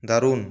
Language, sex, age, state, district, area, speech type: Bengali, male, 18-30, West Bengal, Purulia, urban, read